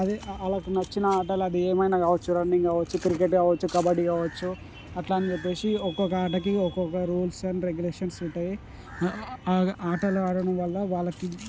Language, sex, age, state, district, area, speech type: Telugu, male, 18-30, Telangana, Ranga Reddy, rural, spontaneous